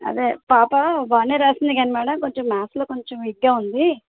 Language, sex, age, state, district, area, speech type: Telugu, female, 45-60, Andhra Pradesh, Eluru, rural, conversation